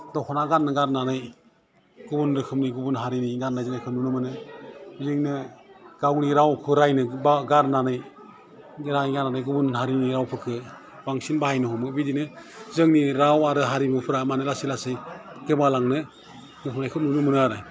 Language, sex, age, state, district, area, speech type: Bodo, male, 45-60, Assam, Udalguri, urban, spontaneous